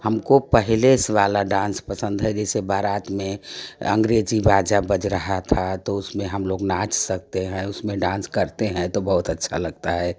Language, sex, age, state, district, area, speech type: Hindi, female, 60+, Uttar Pradesh, Prayagraj, rural, spontaneous